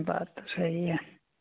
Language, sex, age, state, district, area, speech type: Hindi, male, 18-30, Uttar Pradesh, Azamgarh, rural, conversation